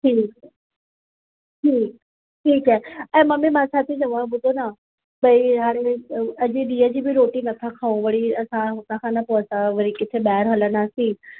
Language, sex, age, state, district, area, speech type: Sindhi, female, 45-60, Maharashtra, Mumbai Suburban, urban, conversation